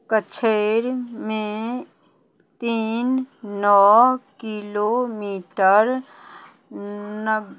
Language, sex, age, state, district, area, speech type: Maithili, female, 45-60, Bihar, Madhubani, rural, read